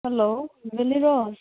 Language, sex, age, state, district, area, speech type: Manipuri, female, 18-30, Manipur, Kangpokpi, urban, conversation